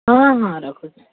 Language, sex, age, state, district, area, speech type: Odia, female, 45-60, Odisha, Puri, urban, conversation